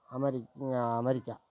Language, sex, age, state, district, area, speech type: Tamil, male, 60+, Tamil Nadu, Tiruvannamalai, rural, spontaneous